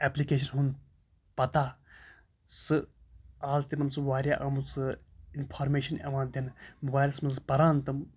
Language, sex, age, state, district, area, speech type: Kashmiri, female, 18-30, Jammu and Kashmir, Kupwara, rural, spontaneous